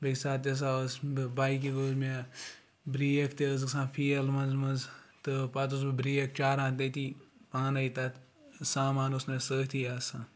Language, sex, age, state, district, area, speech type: Kashmiri, male, 18-30, Jammu and Kashmir, Ganderbal, rural, spontaneous